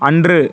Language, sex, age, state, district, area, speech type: Tamil, male, 30-45, Tamil Nadu, Cuddalore, rural, read